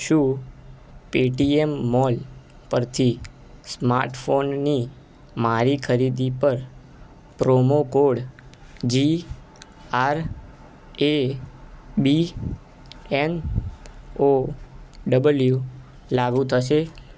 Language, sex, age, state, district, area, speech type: Gujarati, male, 18-30, Gujarat, Ahmedabad, urban, read